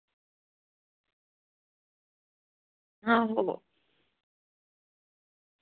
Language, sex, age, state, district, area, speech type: Dogri, female, 30-45, Jammu and Kashmir, Udhampur, rural, conversation